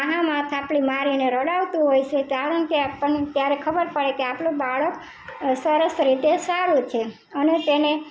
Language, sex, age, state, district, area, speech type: Gujarati, female, 45-60, Gujarat, Rajkot, rural, spontaneous